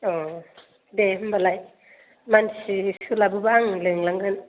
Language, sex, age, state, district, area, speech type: Bodo, female, 18-30, Assam, Kokrajhar, rural, conversation